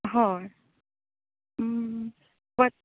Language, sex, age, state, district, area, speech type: Goan Konkani, female, 30-45, Goa, Tiswadi, rural, conversation